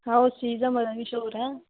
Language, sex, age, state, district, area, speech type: Dogri, female, 18-30, Jammu and Kashmir, Kathua, rural, conversation